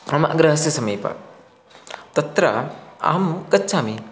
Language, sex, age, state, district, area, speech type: Sanskrit, male, 18-30, Karnataka, Chikkamagaluru, rural, spontaneous